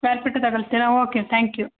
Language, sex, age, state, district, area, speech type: Kannada, female, 30-45, Karnataka, Hassan, urban, conversation